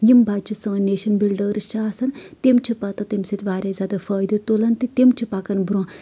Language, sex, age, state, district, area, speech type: Kashmiri, female, 30-45, Jammu and Kashmir, Shopian, rural, spontaneous